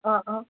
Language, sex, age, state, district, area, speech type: Assamese, female, 30-45, Assam, Dhemaji, urban, conversation